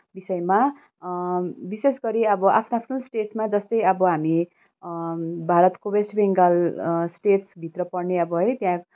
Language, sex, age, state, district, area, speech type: Nepali, female, 30-45, West Bengal, Kalimpong, rural, spontaneous